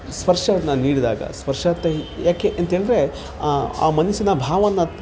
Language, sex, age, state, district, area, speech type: Kannada, male, 30-45, Karnataka, Kolar, rural, spontaneous